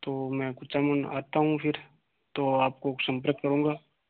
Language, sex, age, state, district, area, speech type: Hindi, male, 18-30, Rajasthan, Ajmer, urban, conversation